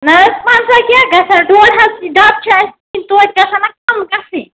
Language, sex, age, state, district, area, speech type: Kashmiri, female, 18-30, Jammu and Kashmir, Ganderbal, rural, conversation